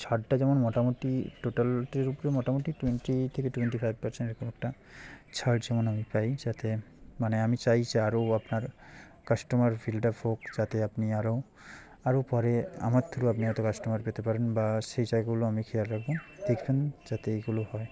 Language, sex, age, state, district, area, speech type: Bengali, male, 18-30, West Bengal, Purba Medinipur, rural, spontaneous